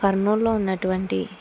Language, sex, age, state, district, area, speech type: Telugu, female, 45-60, Andhra Pradesh, Kurnool, rural, spontaneous